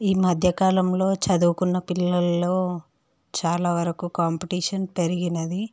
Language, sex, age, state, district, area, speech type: Telugu, female, 30-45, Andhra Pradesh, Visakhapatnam, urban, spontaneous